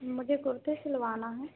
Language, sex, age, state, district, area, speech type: Hindi, female, 18-30, Madhya Pradesh, Hoshangabad, urban, conversation